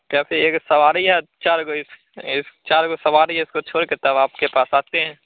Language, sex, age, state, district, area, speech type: Hindi, male, 18-30, Bihar, Begusarai, rural, conversation